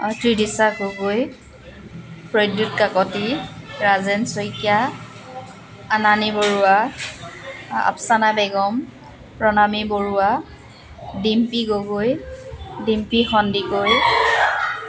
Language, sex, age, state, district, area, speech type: Assamese, female, 45-60, Assam, Dibrugarh, rural, spontaneous